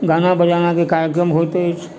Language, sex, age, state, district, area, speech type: Maithili, male, 45-60, Bihar, Supaul, rural, spontaneous